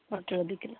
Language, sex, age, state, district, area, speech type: Odia, female, 45-60, Odisha, Angul, rural, conversation